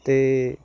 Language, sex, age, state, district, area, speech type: Punjabi, male, 30-45, Punjab, Hoshiarpur, rural, spontaneous